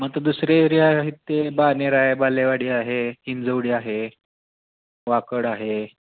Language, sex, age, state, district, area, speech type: Marathi, male, 18-30, Maharashtra, Osmanabad, rural, conversation